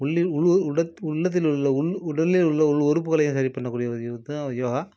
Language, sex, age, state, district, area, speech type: Tamil, male, 30-45, Tamil Nadu, Nagapattinam, rural, spontaneous